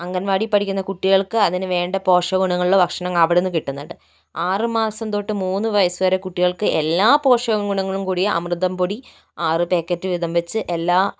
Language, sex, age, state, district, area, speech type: Malayalam, female, 30-45, Kerala, Kozhikode, urban, spontaneous